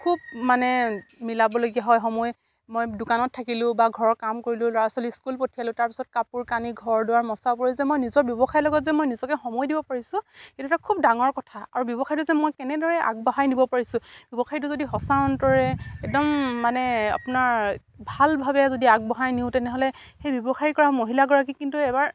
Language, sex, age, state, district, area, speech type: Assamese, female, 45-60, Assam, Dibrugarh, rural, spontaneous